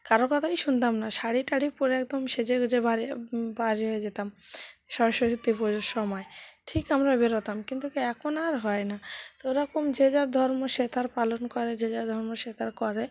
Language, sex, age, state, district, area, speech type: Bengali, female, 30-45, West Bengal, Cooch Behar, urban, spontaneous